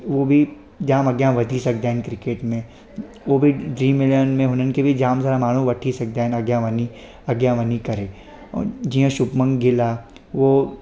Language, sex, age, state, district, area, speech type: Sindhi, male, 18-30, Gujarat, Surat, urban, spontaneous